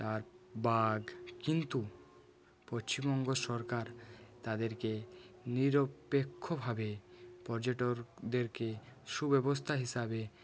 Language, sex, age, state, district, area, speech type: Bengali, male, 30-45, West Bengal, Purulia, urban, spontaneous